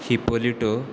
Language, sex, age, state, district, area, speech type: Goan Konkani, male, 18-30, Goa, Murmgao, rural, spontaneous